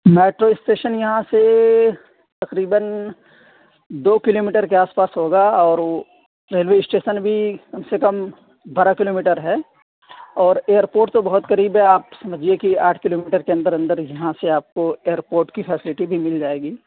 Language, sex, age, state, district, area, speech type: Urdu, female, 30-45, Delhi, South Delhi, rural, conversation